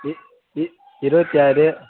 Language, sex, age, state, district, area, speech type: Tamil, male, 18-30, Tamil Nadu, Kallakurichi, rural, conversation